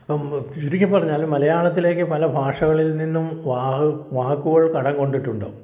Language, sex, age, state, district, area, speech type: Malayalam, male, 60+, Kerala, Malappuram, rural, spontaneous